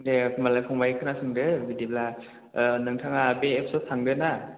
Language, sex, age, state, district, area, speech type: Bodo, male, 18-30, Assam, Chirang, rural, conversation